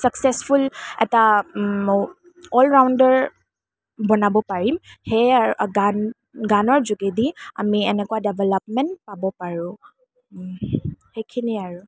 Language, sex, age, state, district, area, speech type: Assamese, female, 18-30, Assam, Kamrup Metropolitan, urban, spontaneous